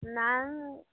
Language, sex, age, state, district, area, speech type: Odia, female, 18-30, Odisha, Sambalpur, rural, conversation